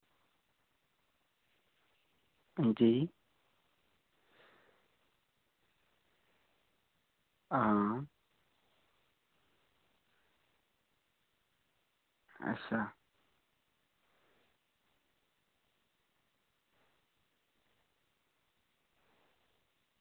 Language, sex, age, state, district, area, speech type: Dogri, male, 18-30, Jammu and Kashmir, Reasi, rural, conversation